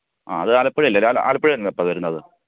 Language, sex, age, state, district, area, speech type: Malayalam, male, 30-45, Kerala, Pathanamthitta, rural, conversation